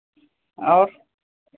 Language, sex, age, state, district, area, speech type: Hindi, female, 60+, Uttar Pradesh, Hardoi, rural, conversation